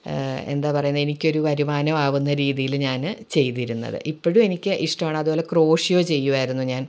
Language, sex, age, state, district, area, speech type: Malayalam, female, 45-60, Kerala, Ernakulam, rural, spontaneous